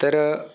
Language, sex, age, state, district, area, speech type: Marathi, male, 18-30, Maharashtra, Thane, urban, spontaneous